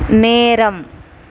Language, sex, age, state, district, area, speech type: Tamil, female, 18-30, Tamil Nadu, Tiruvannamalai, urban, read